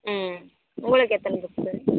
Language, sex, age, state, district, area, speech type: Tamil, female, 18-30, Tamil Nadu, Dharmapuri, rural, conversation